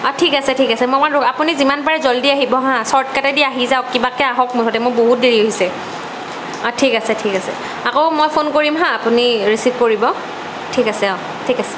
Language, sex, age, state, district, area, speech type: Assamese, female, 30-45, Assam, Barpeta, urban, spontaneous